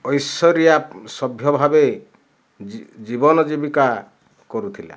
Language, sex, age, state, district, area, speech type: Odia, male, 60+, Odisha, Kandhamal, rural, spontaneous